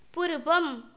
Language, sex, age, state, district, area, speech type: Sanskrit, female, 18-30, Odisha, Puri, rural, read